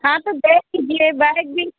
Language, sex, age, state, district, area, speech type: Hindi, female, 45-60, Uttar Pradesh, Mirzapur, rural, conversation